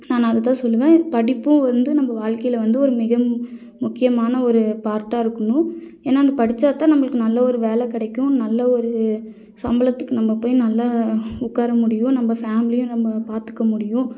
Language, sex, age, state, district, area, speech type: Tamil, female, 30-45, Tamil Nadu, Nilgiris, urban, spontaneous